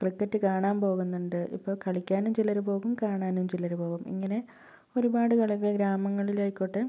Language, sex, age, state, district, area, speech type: Malayalam, female, 18-30, Kerala, Kozhikode, urban, spontaneous